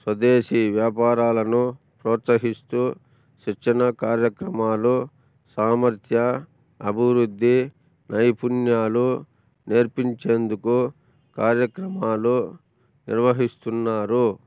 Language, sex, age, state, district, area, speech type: Telugu, male, 45-60, Andhra Pradesh, Annamaya, rural, spontaneous